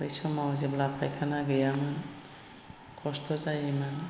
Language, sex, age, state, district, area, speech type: Bodo, female, 60+, Assam, Chirang, rural, spontaneous